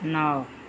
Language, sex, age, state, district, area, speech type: Hindi, female, 60+, Uttar Pradesh, Mau, urban, read